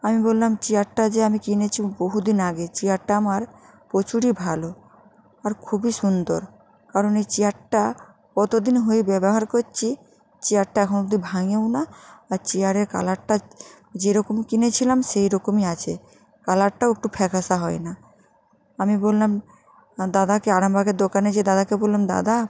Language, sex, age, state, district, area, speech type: Bengali, female, 45-60, West Bengal, Hooghly, urban, spontaneous